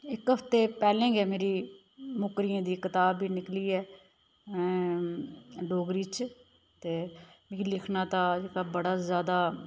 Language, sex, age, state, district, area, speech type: Dogri, female, 30-45, Jammu and Kashmir, Udhampur, rural, spontaneous